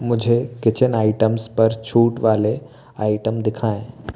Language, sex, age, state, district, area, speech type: Hindi, male, 18-30, Madhya Pradesh, Bhopal, urban, read